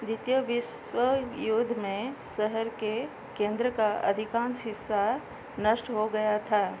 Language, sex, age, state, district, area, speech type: Hindi, female, 45-60, Madhya Pradesh, Chhindwara, rural, read